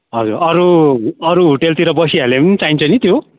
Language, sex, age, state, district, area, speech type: Nepali, male, 45-60, West Bengal, Darjeeling, rural, conversation